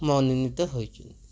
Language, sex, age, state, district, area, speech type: Odia, male, 30-45, Odisha, Cuttack, urban, spontaneous